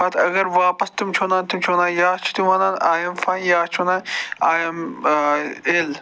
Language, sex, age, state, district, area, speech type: Kashmiri, male, 45-60, Jammu and Kashmir, Budgam, urban, spontaneous